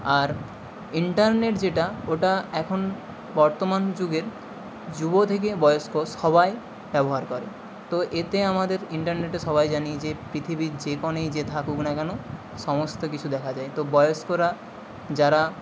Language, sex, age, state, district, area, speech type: Bengali, male, 18-30, West Bengal, Nadia, rural, spontaneous